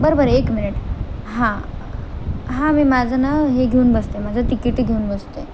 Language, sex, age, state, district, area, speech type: Marathi, female, 18-30, Maharashtra, Nanded, rural, spontaneous